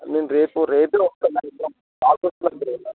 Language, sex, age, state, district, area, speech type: Telugu, male, 18-30, Telangana, Siddipet, rural, conversation